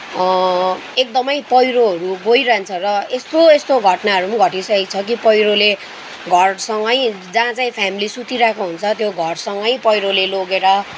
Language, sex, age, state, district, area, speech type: Nepali, female, 30-45, West Bengal, Kalimpong, rural, spontaneous